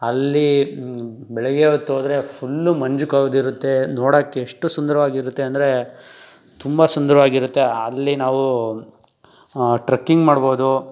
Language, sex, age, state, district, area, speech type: Kannada, male, 18-30, Karnataka, Tumkur, urban, spontaneous